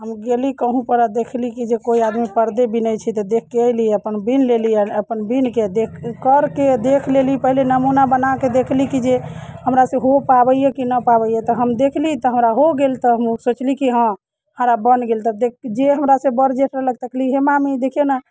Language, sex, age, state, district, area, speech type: Maithili, female, 30-45, Bihar, Muzaffarpur, rural, spontaneous